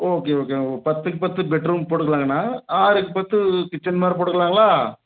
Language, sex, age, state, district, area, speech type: Tamil, male, 60+, Tamil Nadu, Erode, urban, conversation